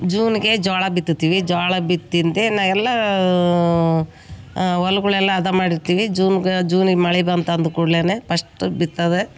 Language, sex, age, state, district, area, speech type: Kannada, female, 60+, Karnataka, Vijayanagara, rural, spontaneous